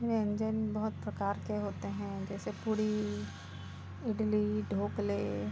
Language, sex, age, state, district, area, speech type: Hindi, female, 30-45, Madhya Pradesh, Seoni, urban, spontaneous